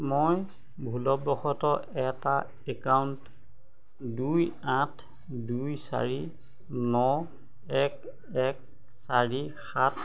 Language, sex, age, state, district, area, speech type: Assamese, male, 45-60, Assam, Golaghat, urban, read